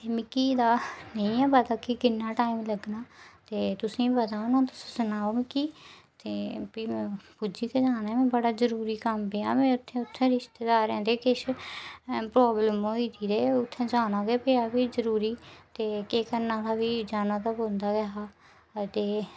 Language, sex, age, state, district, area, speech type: Dogri, female, 18-30, Jammu and Kashmir, Udhampur, rural, spontaneous